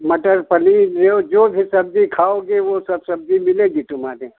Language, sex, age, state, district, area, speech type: Hindi, male, 60+, Uttar Pradesh, Hardoi, rural, conversation